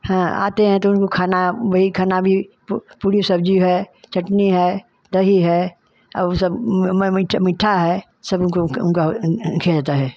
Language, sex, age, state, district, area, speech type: Hindi, female, 60+, Uttar Pradesh, Ghazipur, rural, spontaneous